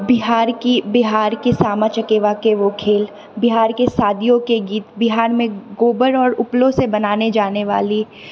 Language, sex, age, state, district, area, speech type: Maithili, female, 30-45, Bihar, Purnia, urban, spontaneous